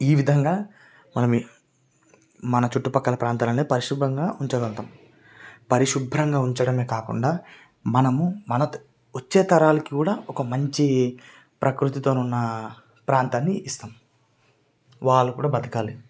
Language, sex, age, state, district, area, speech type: Telugu, male, 18-30, Andhra Pradesh, Srikakulam, urban, spontaneous